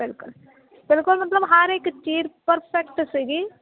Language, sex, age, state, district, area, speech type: Punjabi, female, 30-45, Punjab, Jalandhar, rural, conversation